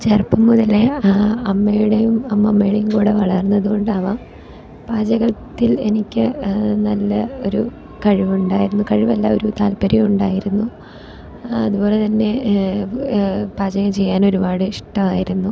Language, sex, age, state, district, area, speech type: Malayalam, female, 18-30, Kerala, Ernakulam, rural, spontaneous